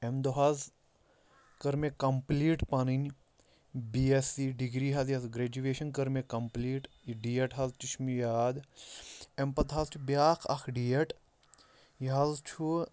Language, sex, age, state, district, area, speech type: Kashmiri, male, 30-45, Jammu and Kashmir, Shopian, rural, spontaneous